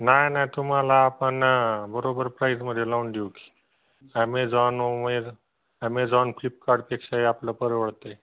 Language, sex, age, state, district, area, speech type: Marathi, male, 30-45, Maharashtra, Osmanabad, rural, conversation